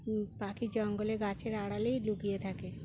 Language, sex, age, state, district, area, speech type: Bengali, female, 60+, West Bengal, Uttar Dinajpur, urban, spontaneous